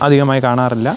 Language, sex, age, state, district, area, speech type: Malayalam, male, 18-30, Kerala, Pathanamthitta, rural, spontaneous